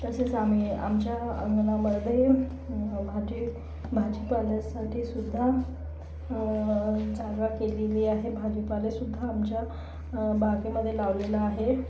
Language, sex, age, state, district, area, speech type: Marathi, female, 30-45, Maharashtra, Yavatmal, rural, spontaneous